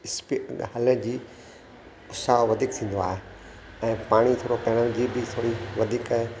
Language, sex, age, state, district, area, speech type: Sindhi, male, 60+, Gujarat, Kutch, urban, spontaneous